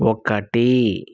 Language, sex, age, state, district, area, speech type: Telugu, male, 30-45, Andhra Pradesh, East Godavari, rural, read